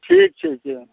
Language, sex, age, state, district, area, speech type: Maithili, male, 60+, Bihar, Madhubani, rural, conversation